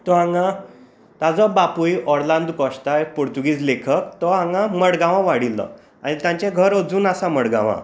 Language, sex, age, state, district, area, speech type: Goan Konkani, male, 30-45, Goa, Tiswadi, rural, spontaneous